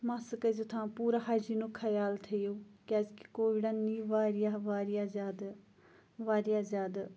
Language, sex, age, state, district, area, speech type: Kashmiri, female, 30-45, Jammu and Kashmir, Pulwama, rural, spontaneous